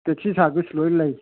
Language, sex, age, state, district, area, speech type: Manipuri, male, 45-60, Manipur, Churachandpur, rural, conversation